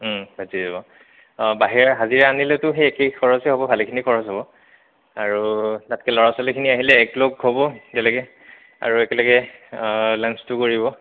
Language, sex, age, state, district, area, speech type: Assamese, male, 30-45, Assam, Goalpara, urban, conversation